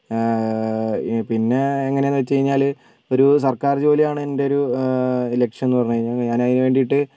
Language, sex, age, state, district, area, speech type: Malayalam, male, 45-60, Kerala, Wayanad, rural, spontaneous